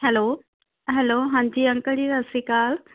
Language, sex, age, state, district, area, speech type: Punjabi, female, 45-60, Punjab, Muktsar, urban, conversation